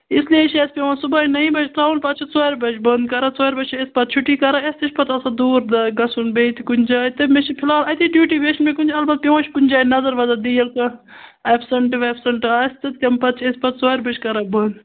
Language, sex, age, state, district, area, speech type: Kashmiri, female, 30-45, Jammu and Kashmir, Kupwara, rural, conversation